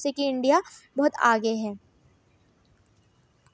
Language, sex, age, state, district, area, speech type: Hindi, female, 18-30, Madhya Pradesh, Ujjain, urban, spontaneous